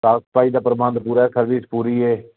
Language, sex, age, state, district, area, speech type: Punjabi, male, 30-45, Punjab, Fazilka, rural, conversation